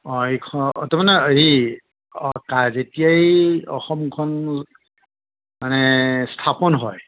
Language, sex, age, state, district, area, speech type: Assamese, male, 60+, Assam, Kamrup Metropolitan, urban, conversation